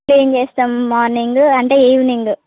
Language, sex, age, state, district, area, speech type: Telugu, female, 18-30, Telangana, Komaram Bheem, urban, conversation